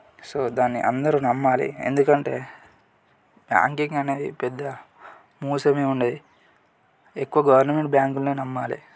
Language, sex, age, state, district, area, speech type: Telugu, male, 18-30, Telangana, Yadadri Bhuvanagiri, urban, spontaneous